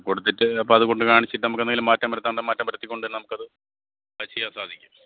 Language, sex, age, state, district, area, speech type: Malayalam, male, 30-45, Kerala, Thiruvananthapuram, urban, conversation